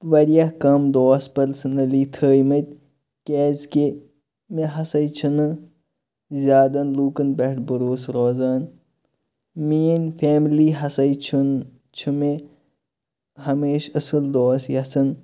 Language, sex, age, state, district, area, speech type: Kashmiri, male, 30-45, Jammu and Kashmir, Kupwara, rural, spontaneous